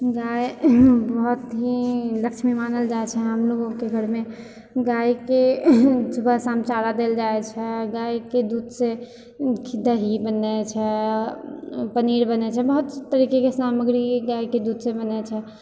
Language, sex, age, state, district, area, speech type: Maithili, female, 30-45, Bihar, Purnia, rural, spontaneous